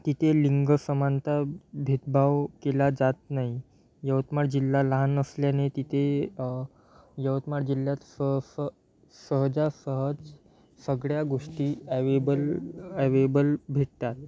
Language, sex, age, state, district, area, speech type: Marathi, male, 18-30, Maharashtra, Yavatmal, rural, spontaneous